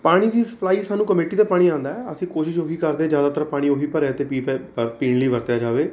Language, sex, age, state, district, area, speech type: Punjabi, male, 30-45, Punjab, Rupnagar, urban, spontaneous